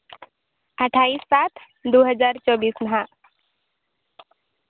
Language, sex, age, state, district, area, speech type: Santali, female, 18-30, Jharkhand, Seraikela Kharsawan, rural, conversation